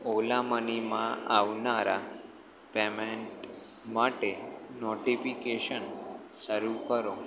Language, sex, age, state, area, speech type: Gujarati, male, 18-30, Gujarat, rural, read